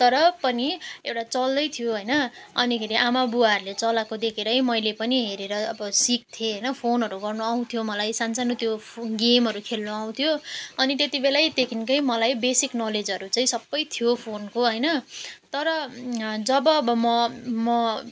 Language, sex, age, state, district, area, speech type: Nepali, female, 18-30, West Bengal, Jalpaiguri, urban, spontaneous